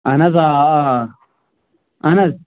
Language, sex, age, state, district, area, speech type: Kashmiri, male, 30-45, Jammu and Kashmir, Pulwama, urban, conversation